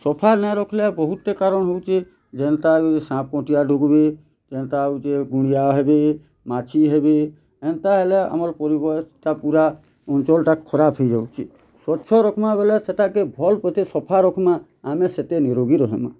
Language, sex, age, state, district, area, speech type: Odia, male, 30-45, Odisha, Bargarh, urban, spontaneous